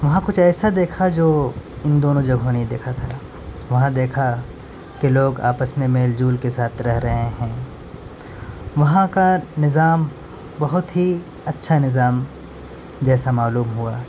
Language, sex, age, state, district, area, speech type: Urdu, male, 18-30, Delhi, North West Delhi, urban, spontaneous